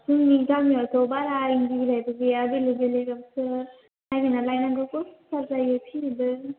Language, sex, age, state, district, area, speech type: Bodo, female, 18-30, Assam, Baksa, rural, conversation